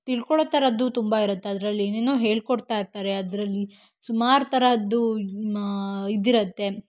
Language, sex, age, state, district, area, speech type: Kannada, female, 18-30, Karnataka, Shimoga, rural, spontaneous